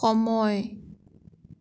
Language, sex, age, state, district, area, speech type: Assamese, female, 30-45, Assam, Sonitpur, rural, read